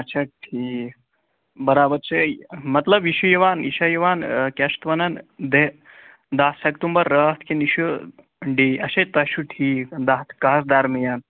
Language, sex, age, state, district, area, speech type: Kashmiri, male, 45-60, Jammu and Kashmir, Srinagar, urban, conversation